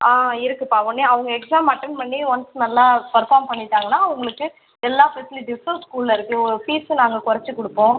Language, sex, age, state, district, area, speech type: Tamil, female, 45-60, Tamil Nadu, Cuddalore, rural, conversation